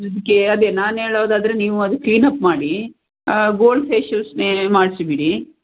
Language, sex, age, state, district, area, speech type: Kannada, female, 45-60, Karnataka, Tumkur, urban, conversation